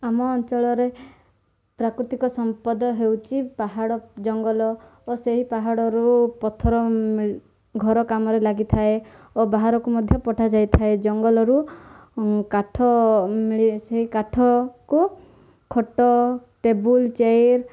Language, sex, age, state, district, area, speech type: Odia, female, 18-30, Odisha, Koraput, urban, spontaneous